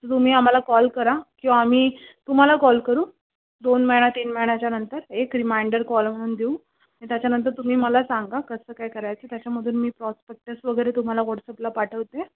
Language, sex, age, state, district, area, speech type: Marathi, female, 45-60, Maharashtra, Yavatmal, urban, conversation